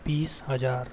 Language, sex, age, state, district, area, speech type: Hindi, male, 18-30, Madhya Pradesh, Jabalpur, urban, spontaneous